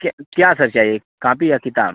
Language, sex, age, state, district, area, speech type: Hindi, male, 18-30, Uttar Pradesh, Azamgarh, rural, conversation